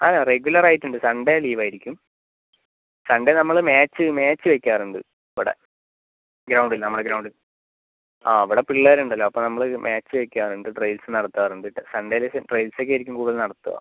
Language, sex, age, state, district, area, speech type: Malayalam, male, 30-45, Kerala, Palakkad, rural, conversation